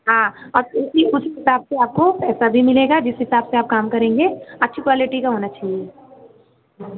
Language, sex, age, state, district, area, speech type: Hindi, female, 18-30, Uttar Pradesh, Azamgarh, rural, conversation